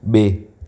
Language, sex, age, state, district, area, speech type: Gujarati, male, 45-60, Gujarat, Anand, urban, read